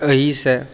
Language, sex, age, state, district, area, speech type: Maithili, male, 30-45, Bihar, Purnia, rural, spontaneous